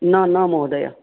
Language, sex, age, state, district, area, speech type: Sanskrit, male, 18-30, Odisha, Bargarh, rural, conversation